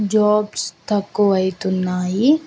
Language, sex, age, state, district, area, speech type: Telugu, female, 18-30, Andhra Pradesh, Nandyal, rural, spontaneous